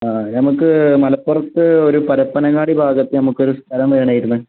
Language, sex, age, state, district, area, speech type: Malayalam, male, 18-30, Kerala, Malappuram, rural, conversation